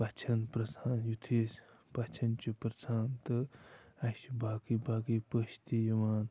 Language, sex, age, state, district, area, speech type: Kashmiri, male, 45-60, Jammu and Kashmir, Bandipora, rural, spontaneous